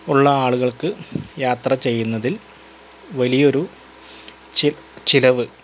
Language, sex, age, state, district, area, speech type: Malayalam, male, 30-45, Kerala, Malappuram, rural, spontaneous